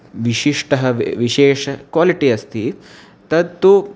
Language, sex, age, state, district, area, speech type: Sanskrit, male, 18-30, Punjab, Amritsar, urban, spontaneous